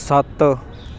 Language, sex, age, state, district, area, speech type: Punjabi, male, 18-30, Punjab, Patiala, rural, read